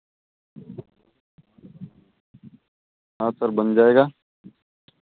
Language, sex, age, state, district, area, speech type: Hindi, male, 18-30, Rajasthan, Nagaur, rural, conversation